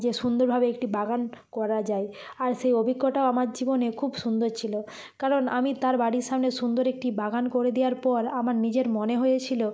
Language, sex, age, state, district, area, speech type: Bengali, female, 45-60, West Bengal, Nadia, rural, spontaneous